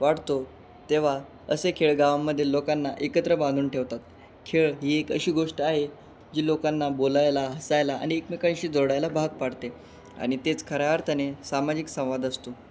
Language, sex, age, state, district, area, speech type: Marathi, male, 18-30, Maharashtra, Jalna, urban, spontaneous